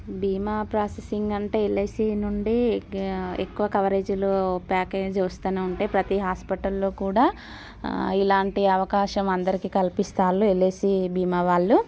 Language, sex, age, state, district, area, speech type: Telugu, female, 30-45, Telangana, Warangal, urban, spontaneous